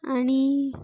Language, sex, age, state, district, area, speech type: Marathi, female, 30-45, Maharashtra, Nagpur, urban, spontaneous